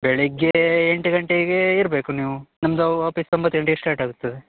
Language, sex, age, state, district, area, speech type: Kannada, male, 18-30, Karnataka, Uttara Kannada, rural, conversation